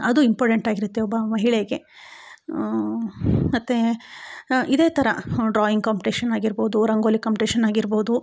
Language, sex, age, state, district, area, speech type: Kannada, female, 45-60, Karnataka, Chikkamagaluru, rural, spontaneous